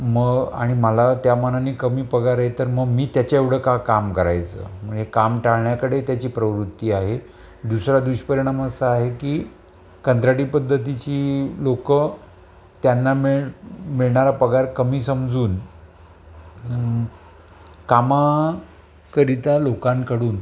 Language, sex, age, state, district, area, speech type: Marathi, male, 60+, Maharashtra, Palghar, urban, spontaneous